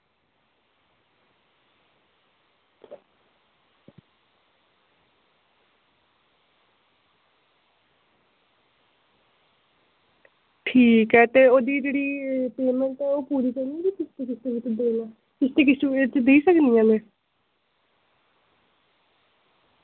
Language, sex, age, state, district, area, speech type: Dogri, female, 18-30, Jammu and Kashmir, Reasi, urban, conversation